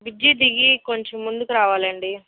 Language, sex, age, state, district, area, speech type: Telugu, female, 18-30, Andhra Pradesh, Guntur, rural, conversation